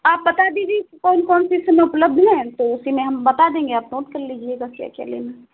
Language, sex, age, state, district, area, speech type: Hindi, female, 30-45, Uttar Pradesh, Sitapur, rural, conversation